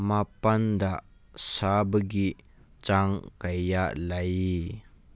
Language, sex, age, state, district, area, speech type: Manipuri, male, 18-30, Manipur, Kangpokpi, urban, read